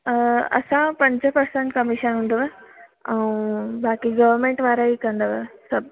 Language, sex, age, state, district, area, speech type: Sindhi, female, 18-30, Gujarat, Surat, urban, conversation